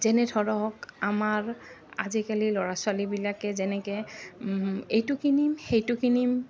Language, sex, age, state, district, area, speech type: Assamese, female, 30-45, Assam, Goalpara, urban, spontaneous